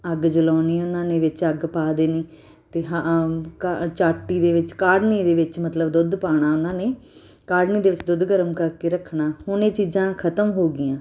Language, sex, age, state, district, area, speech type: Punjabi, female, 30-45, Punjab, Muktsar, urban, spontaneous